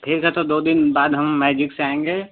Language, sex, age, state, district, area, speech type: Hindi, male, 18-30, Uttar Pradesh, Chandauli, urban, conversation